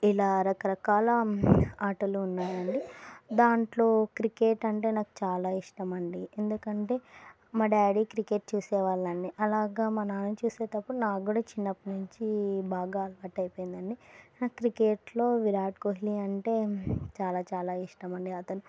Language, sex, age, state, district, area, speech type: Telugu, female, 18-30, Andhra Pradesh, Nandyal, urban, spontaneous